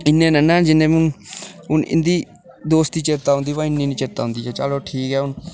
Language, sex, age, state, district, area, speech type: Dogri, male, 18-30, Jammu and Kashmir, Udhampur, urban, spontaneous